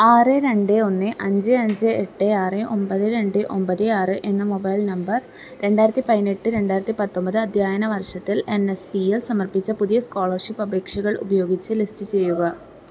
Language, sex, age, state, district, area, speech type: Malayalam, female, 18-30, Kerala, Thrissur, urban, read